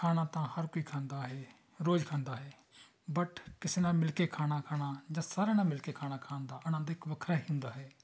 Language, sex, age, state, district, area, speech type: Punjabi, male, 30-45, Punjab, Tarn Taran, urban, spontaneous